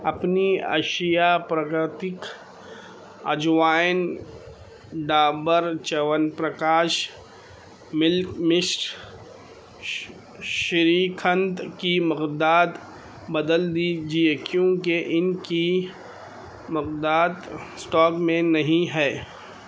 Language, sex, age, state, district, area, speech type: Urdu, male, 30-45, Telangana, Hyderabad, urban, read